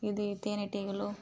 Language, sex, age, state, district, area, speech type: Telugu, female, 18-30, Andhra Pradesh, Sri Balaji, urban, spontaneous